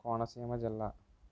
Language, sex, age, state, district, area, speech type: Telugu, male, 30-45, Andhra Pradesh, Kakinada, rural, spontaneous